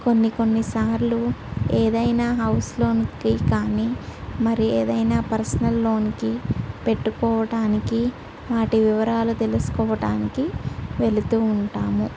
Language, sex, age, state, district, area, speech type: Telugu, female, 30-45, Andhra Pradesh, Guntur, urban, spontaneous